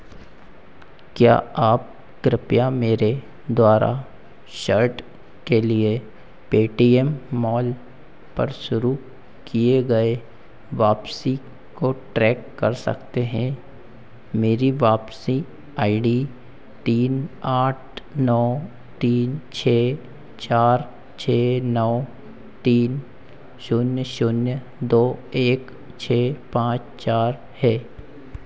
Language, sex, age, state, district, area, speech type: Hindi, male, 60+, Madhya Pradesh, Harda, urban, read